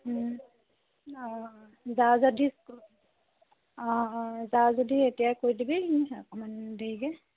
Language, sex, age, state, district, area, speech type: Assamese, female, 18-30, Assam, Sivasagar, rural, conversation